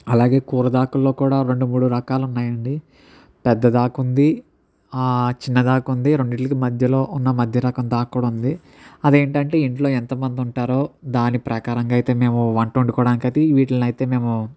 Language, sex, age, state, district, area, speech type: Telugu, male, 60+, Andhra Pradesh, Kakinada, rural, spontaneous